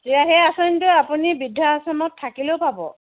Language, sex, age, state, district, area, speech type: Assamese, female, 45-60, Assam, Dibrugarh, rural, conversation